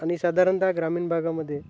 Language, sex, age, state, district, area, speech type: Marathi, male, 18-30, Maharashtra, Hingoli, urban, spontaneous